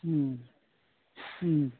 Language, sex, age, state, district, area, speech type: Bodo, female, 60+, Assam, Chirang, rural, conversation